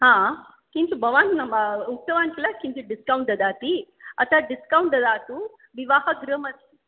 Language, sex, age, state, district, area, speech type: Sanskrit, female, 45-60, Maharashtra, Mumbai City, urban, conversation